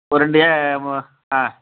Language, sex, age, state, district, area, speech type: Tamil, male, 30-45, Tamil Nadu, Chengalpattu, rural, conversation